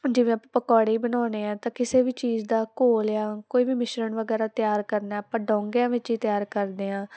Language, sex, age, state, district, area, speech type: Punjabi, female, 18-30, Punjab, Muktsar, urban, spontaneous